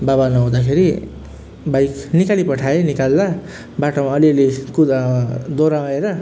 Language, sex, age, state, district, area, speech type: Nepali, male, 30-45, West Bengal, Jalpaiguri, rural, spontaneous